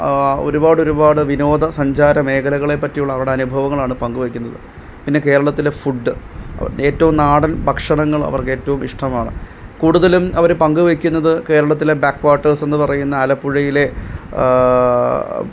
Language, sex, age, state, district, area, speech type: Malayalam, male, 18-30, Kerala, Pathanamthitta, urban, spontaneous